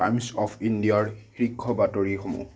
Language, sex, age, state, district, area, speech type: Assamese, female, 30-45, Assam, Kamrup Metropolitan, urban, read